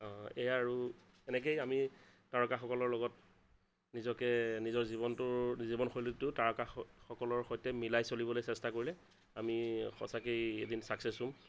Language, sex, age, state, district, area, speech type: Assamese, male, 30-45, Assam, Darrang, rural, spontaneous